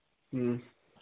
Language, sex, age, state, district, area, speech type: Manipuri, male, 30-45, Manipur, Thoubal, rural, conversation